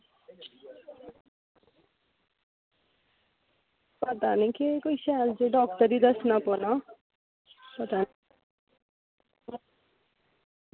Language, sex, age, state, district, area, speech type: Dogri, female, 18-30, Jammu and Kashmir, Samba, rural, conversation